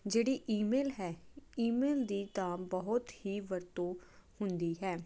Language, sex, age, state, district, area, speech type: Punjabi, female, 18-30, Punjab, Jalandhar, urban, spontaneous